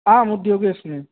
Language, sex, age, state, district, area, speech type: Sanskrit, male, 18-30, Bihar, East Champaran, urban, conversation